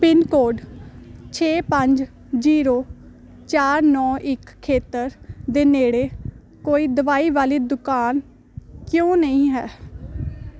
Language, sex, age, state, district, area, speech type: Punjabi, female, 18-30, Punjab, Hoshiarpur, urban, read